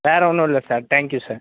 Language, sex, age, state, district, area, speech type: Tamil, male, 18-30, Tamil Nadu, Madurai, urban, conversation